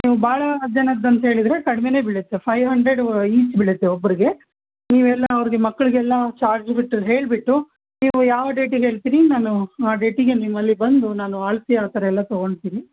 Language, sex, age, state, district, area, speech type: Kannada, female, 30-45, Karnataka, Bellary, rural, conversation